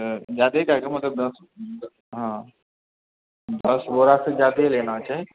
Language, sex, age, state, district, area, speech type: Maithili, male, 45-60, Bihar, Purnia, rural, conversation